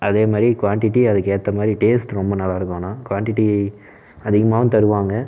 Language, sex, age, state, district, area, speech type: Tamil, male, 18-30, Tamil Nadu, Erode, urban, spontaneous